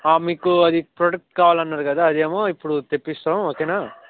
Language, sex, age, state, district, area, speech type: Telugu, male, 18-30, Telangana, Nalgonda, rural, conversation